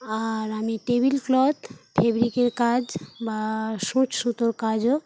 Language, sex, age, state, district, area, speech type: Bengali, female, 30-45, West Bengal, Paschim Medinipur, rural, spontaneous